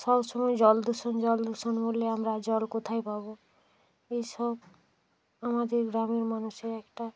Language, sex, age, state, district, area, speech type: Bengali, female, 45-60, West Bengal, Hooghly, urban, spontaneous